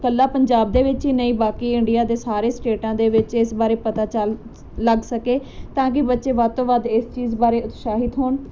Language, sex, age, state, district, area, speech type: Punjabi, female, 18-30, Punjab, Muktsar, urban, spontaneous